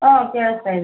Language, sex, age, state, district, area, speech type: Kannada, female, 30-45, Karnataka, Bellary, rural, conversation